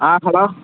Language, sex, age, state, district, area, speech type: Tamil, male, 18-30, Tamil Nadu, Tirunelveli, rural, conversation